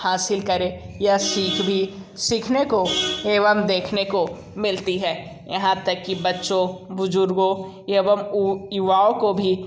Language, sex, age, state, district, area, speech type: Hindi, male, 18-30, Uttar Pradesh, Sonbhadra, rural, spontaneous